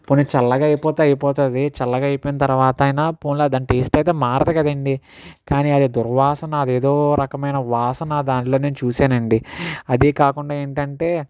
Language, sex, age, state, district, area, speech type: Telugu, male, 45-60, Andhra Pradesh, Kakinada, rural, spontaneous